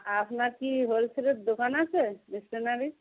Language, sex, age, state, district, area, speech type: Bengali, female, 45-60, West Bengal, Darjeeling, rural, conversation